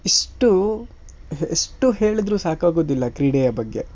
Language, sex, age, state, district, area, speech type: Kannada, male, 18-30, Karnataka, Shimoga, rural, spontaneous